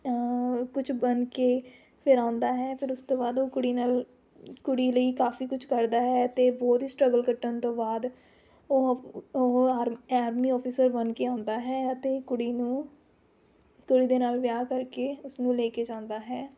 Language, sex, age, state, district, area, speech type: Punjabi, female, 18-30, Punjab, Rupnagar, rural, spontaneous